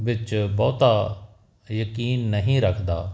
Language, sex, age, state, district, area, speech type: Punjabi, male, 45-60, Punjab, Barnala, urban, spontaneous